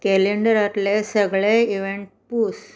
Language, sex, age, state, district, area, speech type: Goan Konkani, female, 60+, Goa, Quepem, rural, read